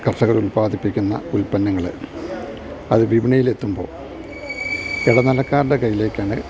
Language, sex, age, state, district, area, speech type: Malayalam, male, 60+, Kerala, Idukki, rural, spontaneous